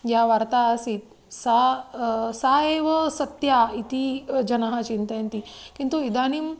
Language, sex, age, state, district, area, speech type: Sanskrit, female, 30-45, Maharashtra, Nagpur, urban, spontaneous